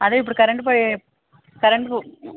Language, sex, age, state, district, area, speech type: Telugu, female, 45-60, Andhra Pradesh, Krishna, urban, conversation